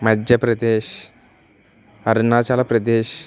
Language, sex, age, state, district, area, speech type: Telugu, male, 18-30, Andhra Pradesh, West Godavari, rural, spontaneous